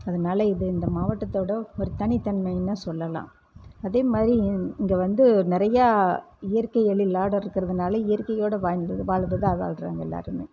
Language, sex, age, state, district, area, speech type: Tamil, female, 60+, Tamil Nadu, Erode, urban, spontaneous